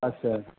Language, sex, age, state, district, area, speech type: Bengali, male, 45-60, West Bengal, Paschim Bardhaman, rural, conversation